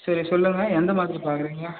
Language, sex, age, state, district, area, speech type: Tamil, male, 18-30, Tamil Nadu, Vellore, rural, conversation